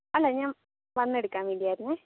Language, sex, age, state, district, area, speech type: Malayalam, other, 18-30, Kerala, Kozhikode, urban, conversation